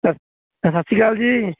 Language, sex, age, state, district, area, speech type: Punjabi, male, 30-45, Punjab, Fatehgarh Sahib, rural, conversation